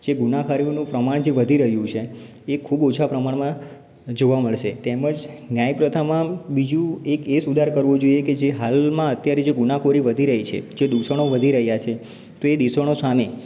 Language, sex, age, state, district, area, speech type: Gujarati, male, 30-45, Gujarat, Ahmedabad, urban, spontaneous